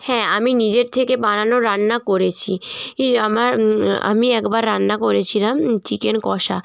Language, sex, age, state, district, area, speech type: Bengali, female, 30-45, West Bengal, Jalpaiguri, rural, spontaneous